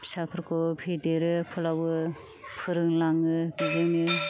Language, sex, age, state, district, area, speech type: Bodo, female, 30-45, Assam, Kokrajhar, rural, spontaneous